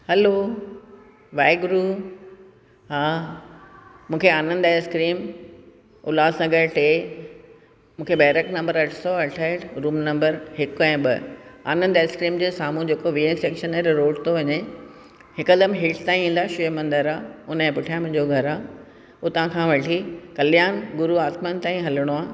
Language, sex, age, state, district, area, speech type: Sindhi, female, 60+, Rajasthan, Ajmer, urban, spontaneous